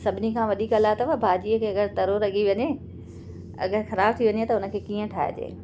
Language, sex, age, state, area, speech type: Sindhi, female, 30-45, Maharashtra, urban, spontaneous